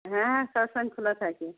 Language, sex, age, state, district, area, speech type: Bengali, female, 45-60, West Bengal, Darjeeling, rural, conversation